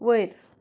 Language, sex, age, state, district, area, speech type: Goan Konkani, female, 30-45, Goa, Canacona, urban, read